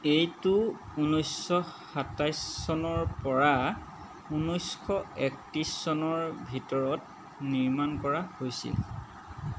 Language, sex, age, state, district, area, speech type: Assamese, male, 30-45, Assam, Golaghat, urban, read